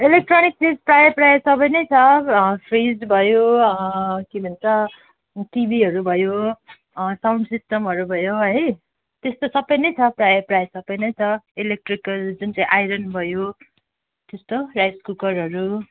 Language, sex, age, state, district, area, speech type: Nepali, female, 30-45, West Bengal, Kalimpong, rural, conversation